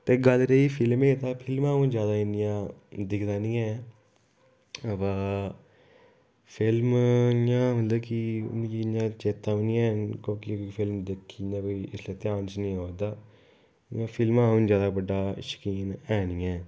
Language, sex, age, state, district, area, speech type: Dogri, male, 30-45, Jammu and Kashmir, Udhampur, rural, spontaneous